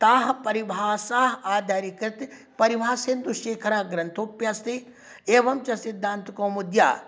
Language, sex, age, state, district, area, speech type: Sanskrit, male, 45-60, Bihar, Darbhanga, urban, spontaneous